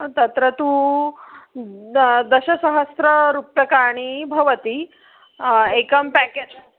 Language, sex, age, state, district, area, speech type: Sanskrit, female, 30-45, Maharashtra, Nagpur, urban, conversation